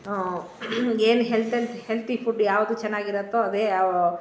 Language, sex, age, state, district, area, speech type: Kannada, female, 30-45, Karnataka, Bangalore Rural, urban, spontaneous